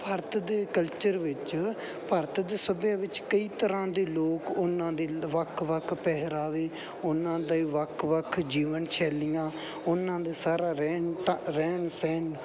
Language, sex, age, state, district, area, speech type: Punjabi, male, 18-30, Punjab, Bathinda, rural, spontaneous